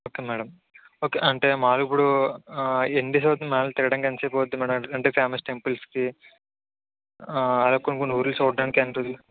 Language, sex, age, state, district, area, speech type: Telugu, male, 45-60, Andhra Pradesh, Kakinada, rural, conversation